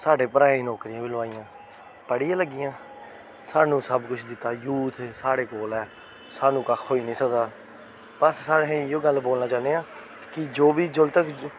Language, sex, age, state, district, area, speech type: Dogri, male, 30-45, Jammu and Kashmir, Jammu, urban, spontaneous